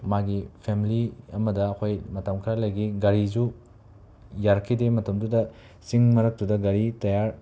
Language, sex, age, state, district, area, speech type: Manipuri, male, 30-45, Manipur, Imphal West, urban, spontaneous